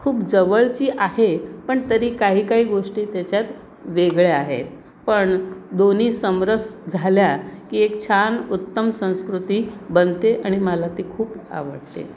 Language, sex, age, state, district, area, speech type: Marathi, female, 60+, Maharashtra, Pune, urban, spontaneous